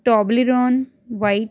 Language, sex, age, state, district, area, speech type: Punjabi, female, 18-30, Punjab, Hoshiarpur, urban, spontaneous